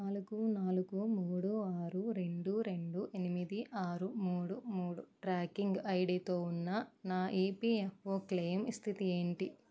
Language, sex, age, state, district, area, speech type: Telugu, female, 18-30, Andhra Pradesh, East Godavari, rural, read